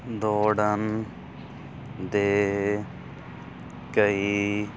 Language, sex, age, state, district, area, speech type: Punjabi, male, 18-30, Punjab, Fazilka, rural, spontaneous